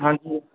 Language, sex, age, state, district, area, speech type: Punjabi, male, 18-30, Punjab, Bathinda, rural, conversation